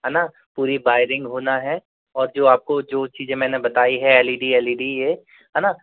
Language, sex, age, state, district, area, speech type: Hindi, male, 45-60, Madhya Pradesh, Bhopal, urban, conversation